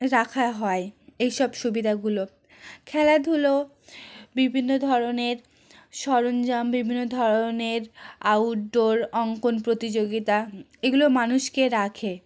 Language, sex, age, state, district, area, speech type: Bengali, female, 45-60, West Bengal, South 24 Parganas, rural, spontaneous